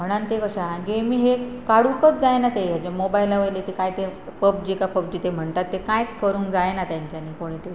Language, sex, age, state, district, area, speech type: Goan Konkani, female, 30-45, Goa, Pernem, rural, spontaneous